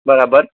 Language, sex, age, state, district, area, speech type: Gujarati, male, 18-30, Gujarat, Anand, urban, conversation